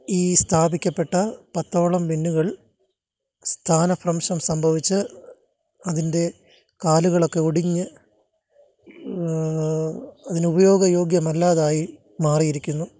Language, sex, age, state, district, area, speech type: Malayalam, male, 30-45, Kerala, Kottayam, urban, spontaneous